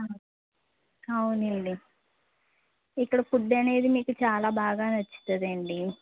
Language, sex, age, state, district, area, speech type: Telugu, female, 30-45, Andhra Pradesh, West Godavari, rural, conversation